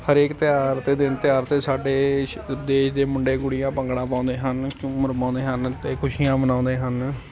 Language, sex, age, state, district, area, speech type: Punjabi, male, 18-30, Punjab, Ludhiana, urban, spontaneous